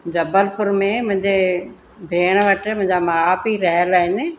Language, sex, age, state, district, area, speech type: Sindhi, female, 45-60, Madhya Pradesh, Katni, urban, spontaneous